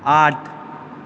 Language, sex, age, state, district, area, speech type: Maithili, male, 18-30, Bihar, Purnia, urban, read